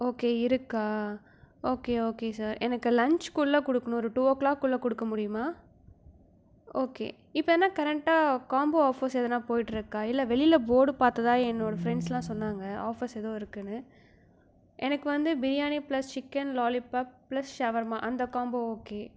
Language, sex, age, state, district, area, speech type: Tamil, female, 30-45, Tamil Nadu, Mayiladuthurai, rural, spontaneous